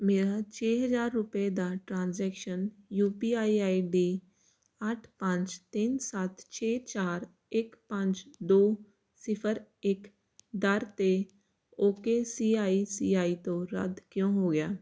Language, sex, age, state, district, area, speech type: Punjabi, female, 18-30, Punjab, Jalandhar, urban, read